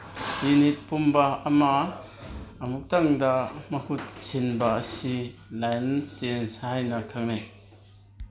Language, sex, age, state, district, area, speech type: Manipuri, male, 45-60, Manipur, Kangpokpi, urban, read